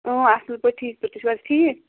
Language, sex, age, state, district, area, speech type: Kashmiri, female, 18-30, Jammu and Kashmir, Pulwama, rural, conversation